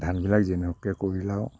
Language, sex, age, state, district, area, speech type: Assamese, male, 60+, Assam, Kamrup Metropolitan, urban, spontaneous